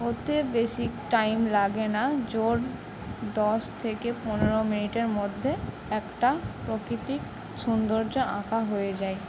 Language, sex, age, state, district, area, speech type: Bengali, female, 18-30, West Bengal, Howrah, urban, spontaneous